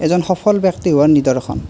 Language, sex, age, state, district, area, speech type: Assamese, male, 18-30, Assam, Nalbari, rural, spontaneous